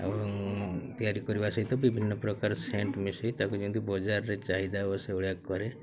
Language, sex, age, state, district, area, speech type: Odia, male, 45-60, Odisha, Mayurbhanj, rural, spontaneous